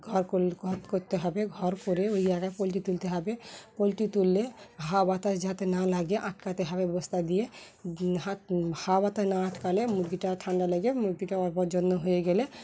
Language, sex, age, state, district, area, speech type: Bengali, female, 30-45, West Bengal, Dakshin Dinajpur, urban, spontaneous